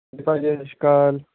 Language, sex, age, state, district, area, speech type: Punjabi, male, 18-30, Punjab, Patiala, urban, conversation